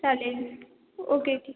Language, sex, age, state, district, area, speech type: Marathi, female, 18-30, Maharashtra, Mumbai City, urban, conversation